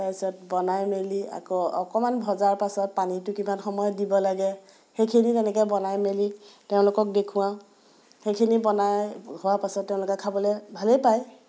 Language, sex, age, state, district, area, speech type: Assamese, female, 30-45, Assam, Biswanath, rural, spontaneous